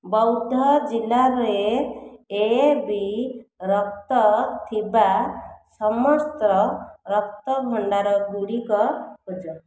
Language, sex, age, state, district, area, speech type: Odia, female, 60+, Odisha, Khordha, rural, read